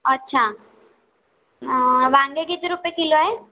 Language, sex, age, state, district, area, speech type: Marathi, female, 30-45, Maharashtra, Nagpur, urban, conversation